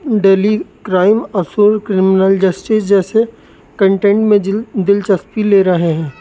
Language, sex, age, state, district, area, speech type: Urdu, male, 30-45, Uttar Pradesh, Rampur, urban, spontaneous